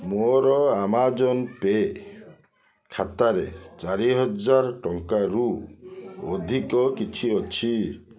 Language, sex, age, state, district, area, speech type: Odia, male, 45-60, Odisha, Balasore, rural, read